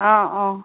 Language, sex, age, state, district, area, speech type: Assamese, female, 45-60, Assam, Lakhimpur, rural, conversation